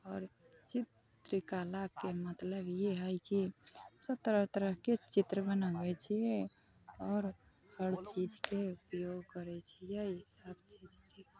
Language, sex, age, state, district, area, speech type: Maithili, female, 30-45, Bihar, Sitamarhi, urban, spontaneous